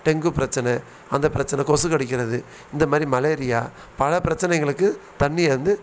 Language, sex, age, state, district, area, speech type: Tamil, male, 45-60, Tamil Nadu, Thanjavur, rural, spontaneous